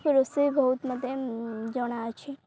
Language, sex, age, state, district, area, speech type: Odia, female, 18-30, Odisha, Kendrapara, urban, spontaneous